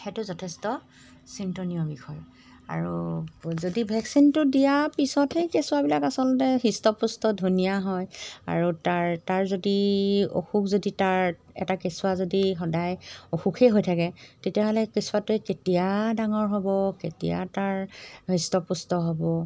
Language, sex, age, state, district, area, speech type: Assamese, female, 45-60, Assam, Golaghat, rural, spontaneous